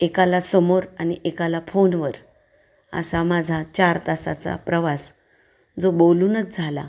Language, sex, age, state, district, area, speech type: Marathi, female, 45-60, Maharashtra, Satara, rural, spontaneous